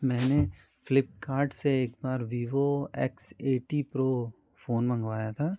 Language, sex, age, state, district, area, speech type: Hindi, male, 30-45, Madhya Pradesh, Betul, urban, spontaneous